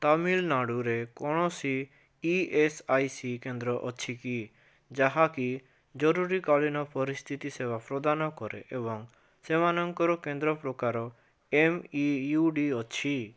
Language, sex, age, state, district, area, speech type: Odia, male, 18-30, Odisha, Bhadrak, rural, read